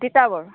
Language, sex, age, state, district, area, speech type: Assamese, female, 45-60, Assam, Jorhat, urban, conversation